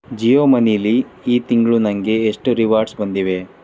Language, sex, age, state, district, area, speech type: Kannada, male, 30-45, Karnataka, Davanagere, rural, read